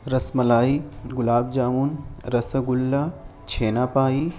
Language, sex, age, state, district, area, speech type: Urdu, male, 18-30, Bihar, Gaya, rural, spontaneous